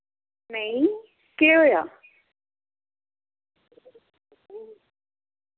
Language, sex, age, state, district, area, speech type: Dogri, female, 45-60, Jammu and Kashmir, Udhampur, urban, conversation